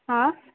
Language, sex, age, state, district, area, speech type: Marathi, female, 18-30, Maharashtra, Thane, urban, conversation